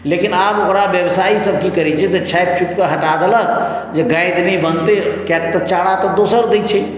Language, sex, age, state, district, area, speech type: Maithili, male, 60+, Bihar, Madhubani, urban, spontaneous